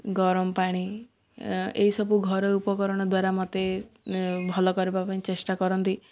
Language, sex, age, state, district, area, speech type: Odia, female, 18-30, Odisha, Ganjam, urban, spontaneous